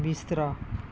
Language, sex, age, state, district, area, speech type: Punjabi, female, 45-60, Punjab, Rupnagar, rural, read